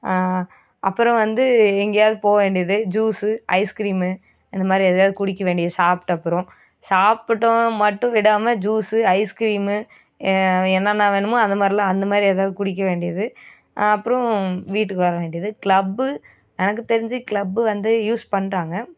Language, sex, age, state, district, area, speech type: Tamil, female, 18-30, Tamil Nadu, Coimbatore, rural, spontaneous